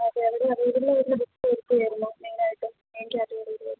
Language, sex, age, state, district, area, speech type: Malayalam, female, 30-45, Kerala, Idukki, rural, conversation